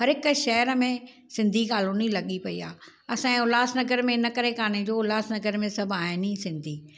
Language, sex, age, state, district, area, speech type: Sindhi, female, 60+, Maharashtra, Thane, urban, spontaneous